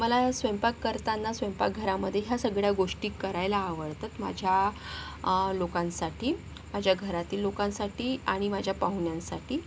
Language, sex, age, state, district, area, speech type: Marathi, female, 30-45, Maharashtra, Yavatmal, rural, spontaneous